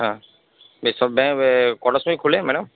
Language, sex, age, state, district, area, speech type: Bengali, male, 18-30, West Bengal, Purba Bardhaman, urban, conversation